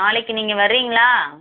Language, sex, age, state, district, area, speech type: Tamil, female, 30-45, Tamil Nadu, Madurai, urban, conversation